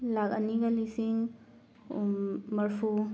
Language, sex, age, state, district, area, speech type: Manipuri, female, 30-45, Manipur, Thoubal, rural, spontaneous